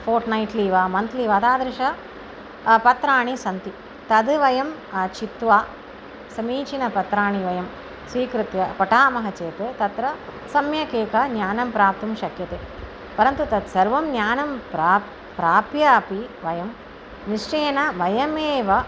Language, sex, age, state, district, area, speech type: Sanskrit, female, 45-60, Tamil Nadu, Chennai, urban, spontaneous